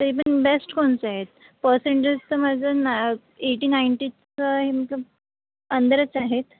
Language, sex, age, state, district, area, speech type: Marathi, female, 18-30, Maharashtra, Nagpur, urban, conversation